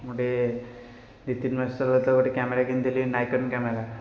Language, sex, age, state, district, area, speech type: Odia, male, 18-30, Odisha, Puri, urban, spontaneous